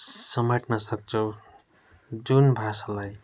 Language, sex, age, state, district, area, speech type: Nepali, male, 30-45, West Bengal, Darjeeling, rural, spontaneous